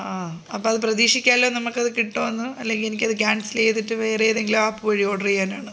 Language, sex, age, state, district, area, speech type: Malayalam, female, 30-45, Kerala, Thiruvananthapuram, rural, spontaneous